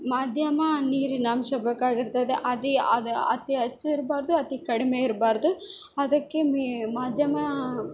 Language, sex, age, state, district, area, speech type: Kannada, female, 18-30, Karnataka, Bellary, urban, spontaneous